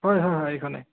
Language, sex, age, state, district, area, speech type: Assamese, male, 18-30, Assam, Sonitpur, rural, conversation